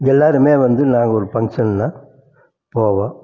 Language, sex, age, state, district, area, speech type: Tamil, male, 60+, Tamil Nadu, Erode, urban, spontaneous